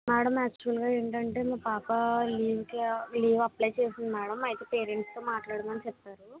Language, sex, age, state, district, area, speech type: Telugu, female, 60+, Andhra Pradesh, Kakinada, rural, conversation